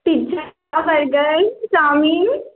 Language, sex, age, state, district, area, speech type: Hindi, female, 18-30, Uttar Pradesh, Jaunpur, urban, conversation